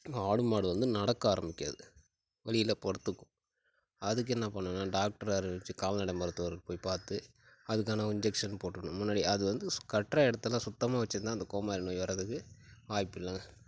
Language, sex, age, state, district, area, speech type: Tamil, male, 30-45, Tamil Nadu, Tiruchirappalli, rural, spontaneous